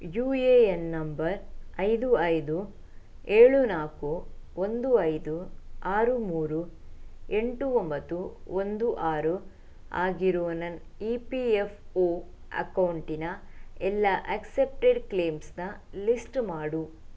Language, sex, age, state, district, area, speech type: Kannada, female, 18-30, Karnataka, Shimoga, rural, read